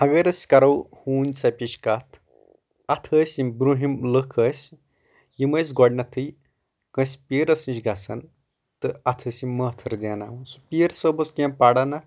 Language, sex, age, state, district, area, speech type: Kashmiri, male, 18-30, Jammu and Kashmir, Anantnag, rural, spontaneous